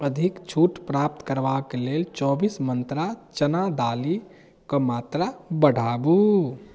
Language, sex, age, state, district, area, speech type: Maithili, male, 18-30, Bihar, Darbhanga, rural, read